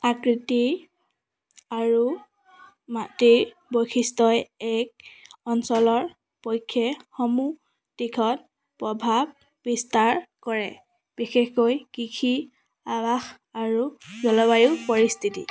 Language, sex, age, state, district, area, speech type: Assamese, female, 18-30, Assam, Charaideo, urban, spontaneous